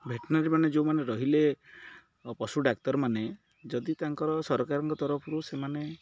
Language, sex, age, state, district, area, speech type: Odia, male, 30-45, Odisha, Jagatsinghpur, urban, spontaneous